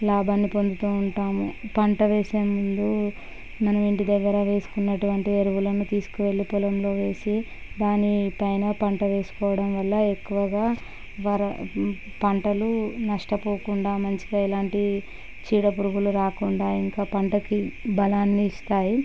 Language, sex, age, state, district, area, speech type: Telugu, female, 30-45, Andhra Pradesh, Visakhapatnam, urban, spontaneous